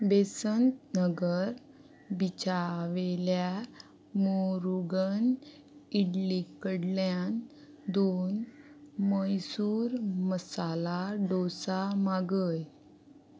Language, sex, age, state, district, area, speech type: Goan Konkani, female, 18-30, Goa, Ponda, rural, read